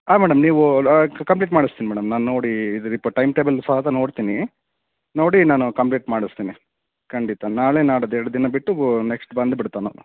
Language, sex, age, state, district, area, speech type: Kannada, male, 30-45, Karnataka, Davanagere, urban, conversation